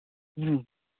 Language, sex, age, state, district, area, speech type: Manipuri, male, 45-60, Manipur, Imphal East, rural, conversation